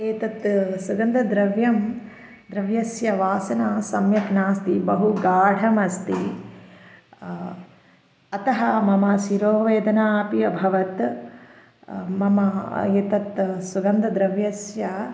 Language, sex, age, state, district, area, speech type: Sanskrit, female, 30-45, Andhra Pradesh, Bapatla, urban, spontaneous